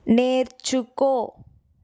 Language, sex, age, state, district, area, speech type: Telugu, female, 30-45, Andhra Pradesh, Eluru, urban, read